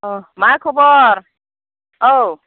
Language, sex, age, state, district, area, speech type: Bodo, female, 30-45, Assam, Baksa, rural, conversation